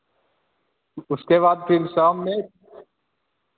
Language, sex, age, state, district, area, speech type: Hindi, male, 18-30, Bihar, Begusarai, rural, conversation